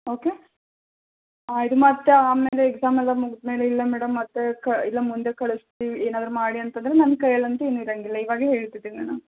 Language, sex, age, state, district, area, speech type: Kannada, female, 18-30, Karnataka, Bidar, urban, conversation